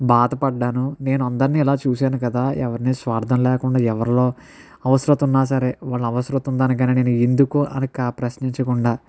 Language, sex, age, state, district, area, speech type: Telugu, male, 60+, Andhra Pradesh, Kakinada, rural, spontaneous